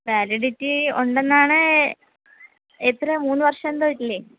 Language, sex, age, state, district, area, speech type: Malayalam, female, 30-45, Kerala, Thiruvananthapuram, urban, conversation